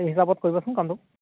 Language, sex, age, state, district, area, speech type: Assamese, male, 30-45, Assam, Tinsukia, rural, conversation